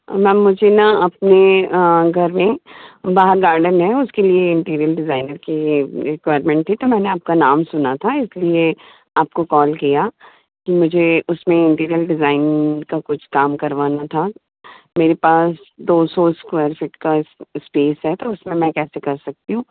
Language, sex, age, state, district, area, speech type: Hindi, female, 45-60, Madhya Pradesh, Bhopal, urban, conversation